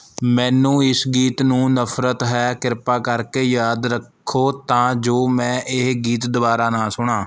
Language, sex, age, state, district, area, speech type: Punjabi, male, 18-30, Punjab, Mohali, rural, read